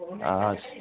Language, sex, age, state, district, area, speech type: Hindi, male, 60+, Rajasthan, Jodhpur, urban, conversation